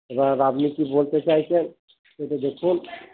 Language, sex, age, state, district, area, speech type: Bengali, male, 60+, West Bengal, Purba Bardhaman, urban, conversation